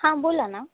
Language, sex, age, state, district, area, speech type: Marathi, female, 18-30, Maharashtra, Osmanabad, rural, conversation